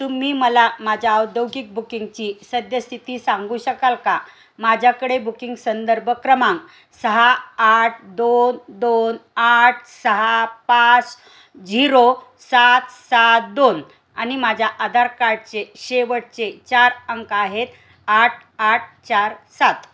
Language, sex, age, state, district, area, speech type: Marathi, female, 45-60, Maharashtra, Osmanabad, rural, read